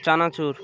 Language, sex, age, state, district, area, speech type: Bengali, male, 45-60, West Bengal, Birbhum, urban, spontaneous